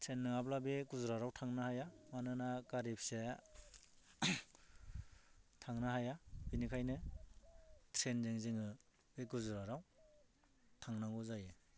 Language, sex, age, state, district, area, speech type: Bodo, male, 45-60, Assam, Baksa, rural, spontaneous